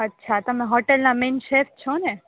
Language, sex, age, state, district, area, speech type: Gujarati, female, 18-30, Gujarat, Rajkot, rural, conversation